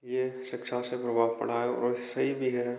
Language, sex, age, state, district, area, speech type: Hindi, male, 18-30, Rajasthan, Bharatpur, rural, spontaneous